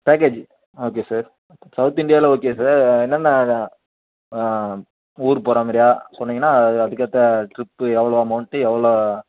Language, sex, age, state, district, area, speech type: Tamil, male, 45-60, Tamil Nadu, Sivaganga, rural, conversation